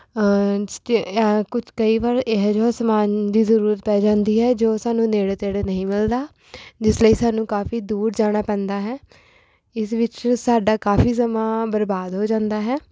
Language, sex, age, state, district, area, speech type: Punjabi, female, 18-30, Punjab, Rupnagar, urban, spontaneous